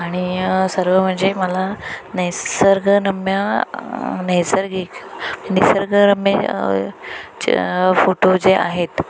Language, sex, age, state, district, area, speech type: Marathi, female, 30-45, Maharashtra, Ratnagiri, rural, spontaneous